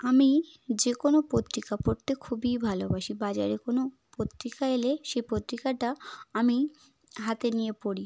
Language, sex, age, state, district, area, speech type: Bengali, female, 18-30, West Bengal, South 24 Parganas, rural, spontaneous